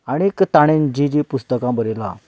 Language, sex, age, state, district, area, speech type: Goan Konkani, male, 30-45, Goa, Canacona, rural, spontaneous